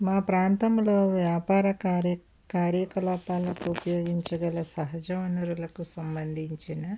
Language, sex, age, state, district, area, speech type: Telugu, female, 45-60, Andhra Pradesh, West Godavari, rural, spontaneous